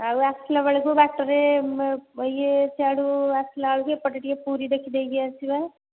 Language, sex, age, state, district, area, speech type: Odia, female, 30-45, Odisha, Khordha, rural, conversation